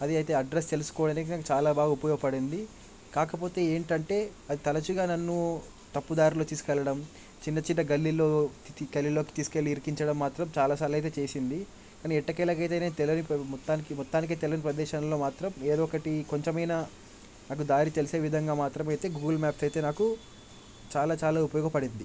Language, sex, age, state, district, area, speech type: Telugu, male, 18-30, Telangana, Medak, rural, spontaneous